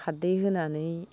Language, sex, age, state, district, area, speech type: Bodo, female, 45-60, Assam, Baksa, rural, spontaneous